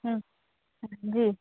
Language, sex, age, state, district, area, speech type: Hindi, female, 30-45, Bihar, Begusarai, rural, conversation